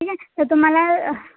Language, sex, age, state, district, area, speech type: Marathi, female, 30-45, Maharashtra, Nagpur, urban, conversation